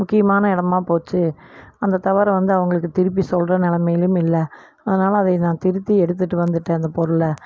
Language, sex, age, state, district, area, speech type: Tamil, female, 45-60, Tamil Nadu, Erode, rural, spontaneous